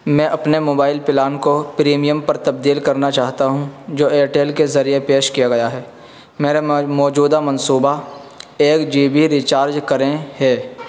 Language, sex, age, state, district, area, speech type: Urdu, male, 18-30, Uttar Pradesh, Saharanpur, urban, read